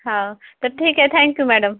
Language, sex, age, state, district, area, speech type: Marathi, female, 30-45, Maharashtra, Yavatmal, rural, conversation